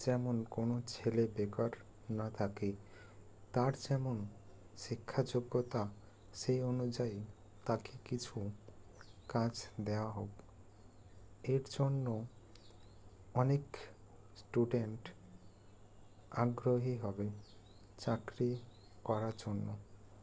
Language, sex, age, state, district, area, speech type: Bengali, male, 18-30, West Bengal, Bankura, urban, spontaneous